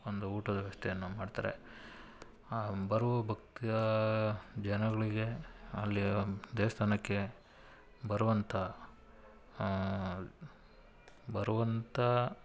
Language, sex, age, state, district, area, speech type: Kannada, male, 45-60, Karnataka, Bangalore Urban, rural, spontaneous